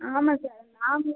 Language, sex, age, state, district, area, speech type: Tamil, female, 30-45, Tamil Nadu, Cuddalore, rural, conversation